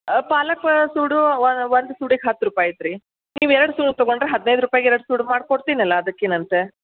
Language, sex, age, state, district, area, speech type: Kannada, female, 45-60, Karnataka, Dharwad, rural, conversation